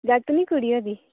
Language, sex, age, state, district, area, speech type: Dogri, female, 30-45, Jammu and Kashmir, Udhampur, urban, conversation